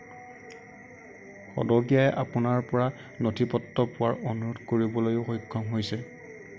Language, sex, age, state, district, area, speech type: Assamese, male, 18-30, Assam, Kamrup Metropolitan, urban, read